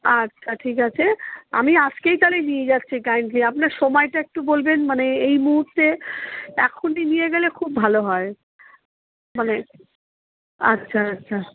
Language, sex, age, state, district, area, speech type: Bengali, female, 45-60, West Bengal, Darjeeling, rural, conversation